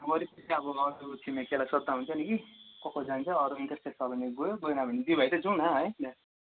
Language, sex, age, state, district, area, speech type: Nepali, male, 18-30, West Bengal, Darjeeling, rural, conversation